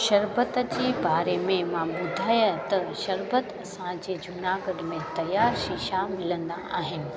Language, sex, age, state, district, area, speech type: Sindhi, female, 30-45, Gujarat, Junagadh, urban, spontaneous